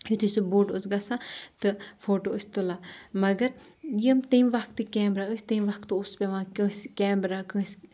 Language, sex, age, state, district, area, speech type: Kashmiri, female, 30-45, Jammu and Kashmir, Kupwara, rural, spontaneous